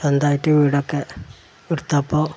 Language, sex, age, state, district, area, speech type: Malayalam, male, 60+, Kerala, Malappuram, rural, spontaneous